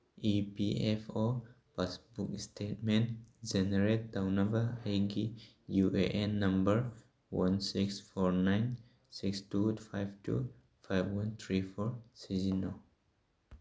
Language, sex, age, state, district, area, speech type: Manipuri, male, 18-30, Manipur, Tengnoupal, rural, read